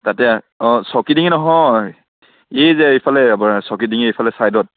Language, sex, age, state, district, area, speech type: Assamese, male, 18-30, Assam, Dibrugarh, urban, conversation